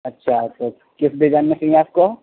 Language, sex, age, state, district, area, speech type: Urdu, male, 18-30, Uttar Pradesh, Gautam Buddha Nagar, rural, conversation